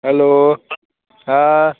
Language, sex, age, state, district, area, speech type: Hindi, male, 45-60, Bihar, Muzaffarpur, urban, conversation